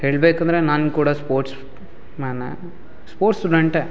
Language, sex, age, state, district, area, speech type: Kannada, male, 18-30, Karnataka, Uttara Kannada, rural, spontaneous